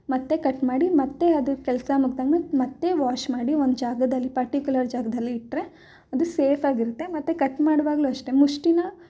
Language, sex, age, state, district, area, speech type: Kannada, female, 18-30, Karnataka, Mysore, urban, spontaneous